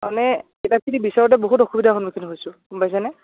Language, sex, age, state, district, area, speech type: Assamese, male, 18-30, Assam, Dhemaji, rural, conversation